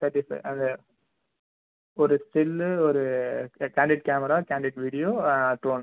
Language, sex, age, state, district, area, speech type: Tamil, male, 18-30, Tamil Nadu, Viluppuram, urban, conversation